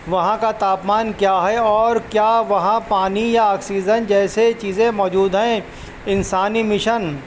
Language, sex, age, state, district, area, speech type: Urdu, male, 45-60, Uttar Pradesh, Rampur, urban, spontaneous